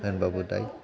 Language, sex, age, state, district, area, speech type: Bodo, male, 45-60, Assam, Chirang, urban, spontaneous